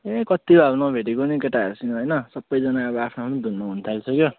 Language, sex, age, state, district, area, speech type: Nepali, male, 30-45, West Bengal, Jalpaiguri, urban, conversation